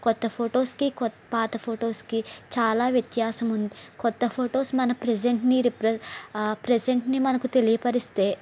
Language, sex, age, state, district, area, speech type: Telugu, female, 45-60, Andhra Pradesh, East Godavari, rural, spontaneous